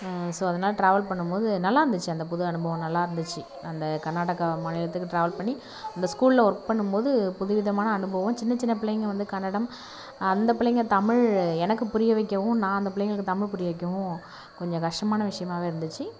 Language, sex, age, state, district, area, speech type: Tamil, female, 18-30, Tamil Nadu, Nagapattinam, rural, spontaneous